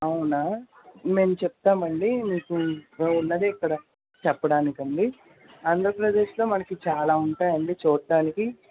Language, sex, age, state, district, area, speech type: Telugu, male, 45-60, Andhra Pradesh, Krishna, urban, conversation